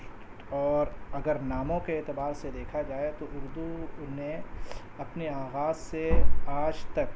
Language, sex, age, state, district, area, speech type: Urdu, male, 45-60, Delhi, Central Delhi, urban, spontaneous